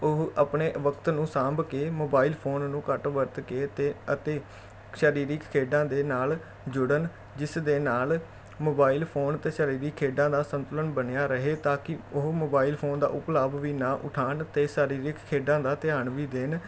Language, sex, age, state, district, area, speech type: Punjabi, male, 30-45, Punjab, Jalandhar, urban, spontaneous